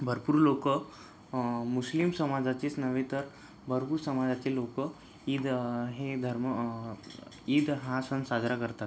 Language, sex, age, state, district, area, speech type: Marathi, male, 18-30, Maharashtra, Yavatmal, rural, spontaneous